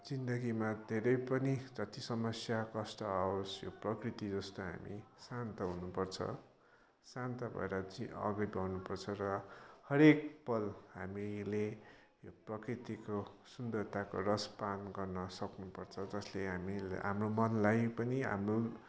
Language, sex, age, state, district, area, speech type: Nepali, male, 18-30, West Bengal, Kalimpong, rural, spontaneous